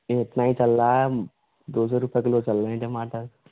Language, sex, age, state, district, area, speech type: Hindi, male, 45-60, Rajasthan, Karauli, rural, conversation